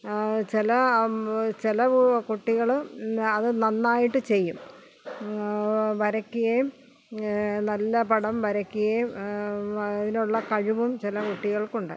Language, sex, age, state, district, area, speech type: Malayalam, female, 45-60, Kerala, Alappuzha, rural, spontaneous